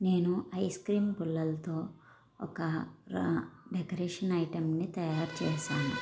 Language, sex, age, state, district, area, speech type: Telugu, female, 45-60, Andhra Pradesh, N T Rama Rao, rural, spontaneous